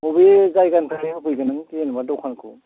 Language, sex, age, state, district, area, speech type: Bodo, male, 60+, Assam, Chirang, rural, conversation